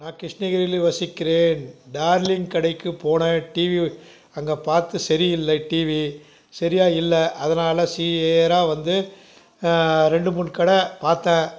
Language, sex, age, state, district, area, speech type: Tamil, male, 60+, Tamil Nadu, Krishnagiri, rural, spontaneous